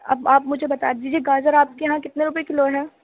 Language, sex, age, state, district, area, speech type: Urdu, female, 45-60, Delhi, Central Delhi, rural, conversation